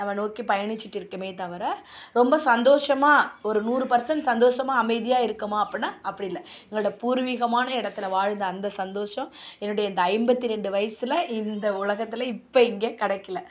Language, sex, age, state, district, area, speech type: Tamil, female, 45-60, Tamil Nadu, Nagapattinam, urban, spontaneous